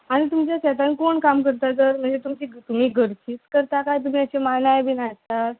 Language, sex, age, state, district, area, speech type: Goan Konkani, female, 18-30, Goa, Tiswadi, rural, conversation